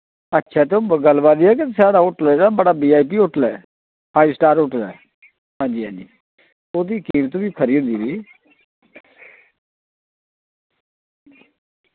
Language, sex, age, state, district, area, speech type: Dogri, male, 45-60, Jammu and Kashmir, Reasi, rural, conversation